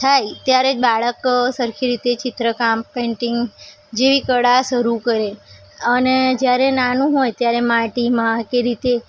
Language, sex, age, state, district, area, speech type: Gujarati, female, 18-30, Gujarat, Ahmedabad, urban, spontaneous